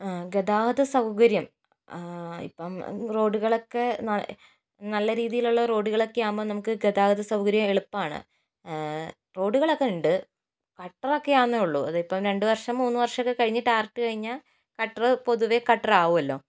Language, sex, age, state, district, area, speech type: Malayalam, female, 18-30, Kerala, Kozhikode, urban, spontaneous